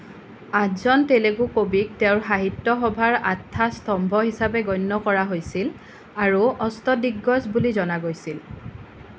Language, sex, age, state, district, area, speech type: Assamese, female, 18-30, Assam, Nalbari, rural, read